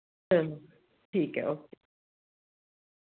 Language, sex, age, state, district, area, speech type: Dogri, female, 60+, Jammu and Kashmir, Reasi, rural, conversation